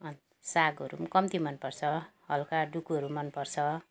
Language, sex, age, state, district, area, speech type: Nepali, female, 60+, West Bengal, Jalpaiguri, rural, spontaneous